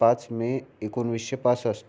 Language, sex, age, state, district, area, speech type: Marathi, male, 30-45, Maharashtra, Amravati, urban, spontaneous